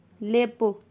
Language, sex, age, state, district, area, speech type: Manipuri, female, 30-45, Manipur, Tengnoupal, urban, read